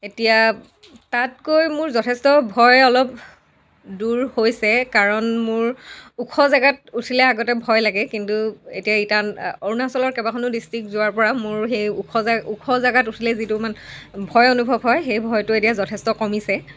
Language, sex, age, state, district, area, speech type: Assamese, female, 60+, Assam, Dhemaji, rural, spontaneous